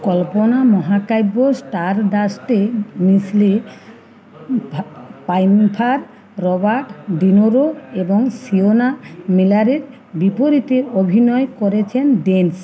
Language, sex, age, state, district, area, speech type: Bengali, female, 45-60, West Bengal, Uttar Dinajpur, urban, read